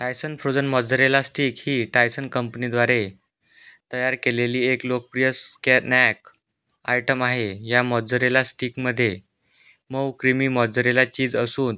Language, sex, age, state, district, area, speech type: Marathi, male, 18-30, Maharashtra, Aurangabad, rural, spontaneous